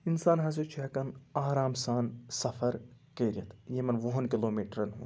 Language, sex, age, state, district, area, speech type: Kashmiri, male, 30-45, Jammu and Kashmir, Anantnag, rural, spontaneous